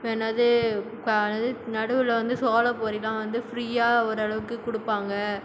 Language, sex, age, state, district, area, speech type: Tamil, female, 60+, Tamil Nadu, Cuddalore, rural, spontaneous